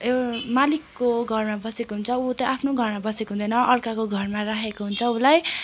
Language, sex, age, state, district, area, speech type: Nepali, female, 18-30, West Bengal, Darjeeling, rural, spontaneous